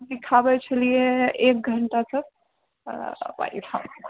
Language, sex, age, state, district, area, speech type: Maithili, female, 30-45, Bihar, Purnia, urban, conversation